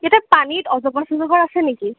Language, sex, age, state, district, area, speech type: Assamese, female, 18-30, Assam, Kamrup Metropolitan, urban, conversation